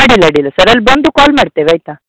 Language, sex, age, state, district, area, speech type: Kannada, male, 18-30, Karnataka, Uttara Kannada, rural, conversation